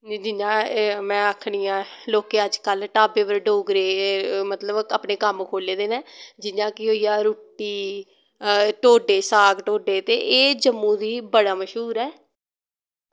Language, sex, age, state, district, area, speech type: Dogri, female, 18-30, Jammu and Kashmir, Samba, rural, spontaneous